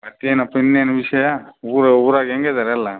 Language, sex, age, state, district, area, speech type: Kannada, male, 45-60, Karnataka, Bellary, rural, conversation